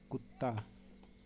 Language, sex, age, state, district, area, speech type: Hindi, male, 30-45, Uttar Pradesh, Azamgarh, rural, read